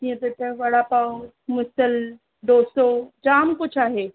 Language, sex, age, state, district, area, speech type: Sindhi, female, 30-45, Maharashtra, Thane, urban, conversation